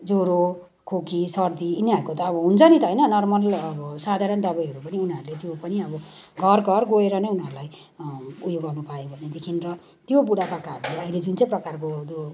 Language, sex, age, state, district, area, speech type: Nepali, female, 30-45, West Bengal, Kalimpong, rural, spontaneous